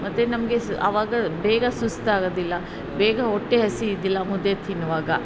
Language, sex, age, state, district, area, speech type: Kannada, female, 45-60, Karnataka, Ramanagara, rural, spontaneous